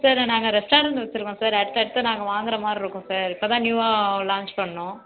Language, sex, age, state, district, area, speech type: Tamil, male, 30-45, Tamil Nadu, Tiruchirappalli, rural, conversation